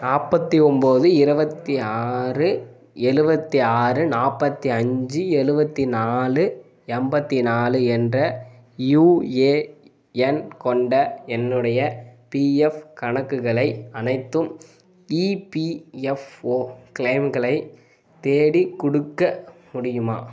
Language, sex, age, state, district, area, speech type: Tamil, male, 18-30, Tamil Nadu, Kallakurichi, urban, read